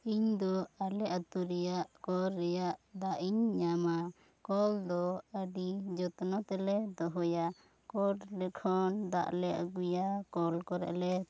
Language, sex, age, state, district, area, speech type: Santali, female, 18-30, West Bengal, Bankura, rural, spontaneous